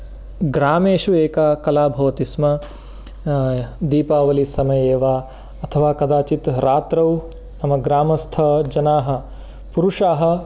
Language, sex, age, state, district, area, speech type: Sanskrit, male, 30-45, Karnataka, Uttara Kannada, rural, spontaneous